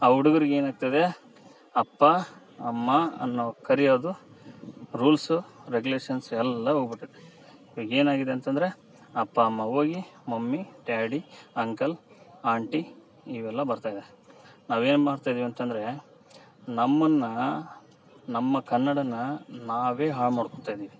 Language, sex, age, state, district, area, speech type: Kannada, male, 30-45, Karnataka, Vijayanagara, rural, spontaneous